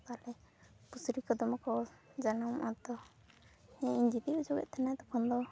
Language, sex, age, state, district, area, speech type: Santali, female, 18-30, West Bengal, Purulia, rural, spontaneous